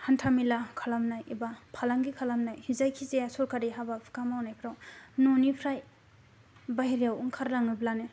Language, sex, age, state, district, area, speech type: Bodo, female, 18-30, Assam, Kokrajhar, rural, spontaneous